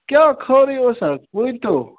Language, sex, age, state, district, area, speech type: Kashmiri, male, 30-45, Jammu and Kashmir, Ganderbal, rural, conversation